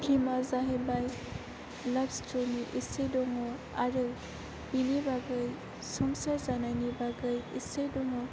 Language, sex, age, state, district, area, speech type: Bodo, female, 18-30, Assam, Chirang, urban, spontaneous